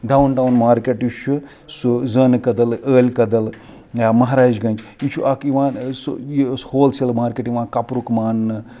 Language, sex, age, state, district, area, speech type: Kashmiri, male, 30-45, Jammu and Kashmir, Srinagar, rural, spontaneous